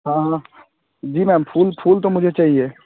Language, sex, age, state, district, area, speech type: Hindi, male, 18-30, Bihar, Muzaffarpur, rural, conversation